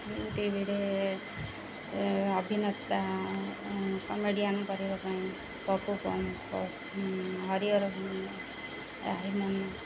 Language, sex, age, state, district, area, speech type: Odia, female, 30-45, Odisha, Jagatsinghpur, rural, spontaneous